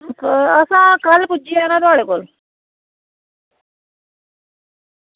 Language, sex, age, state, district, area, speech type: Dogri, female, 45-60, Jammu and Kashmir, Samba, rural, conversation